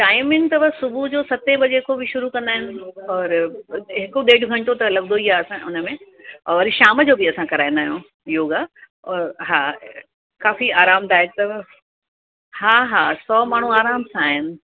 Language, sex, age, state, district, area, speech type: Sindhi, female, 45-60, Uttar Pradesh, Lucknow, urban, conversation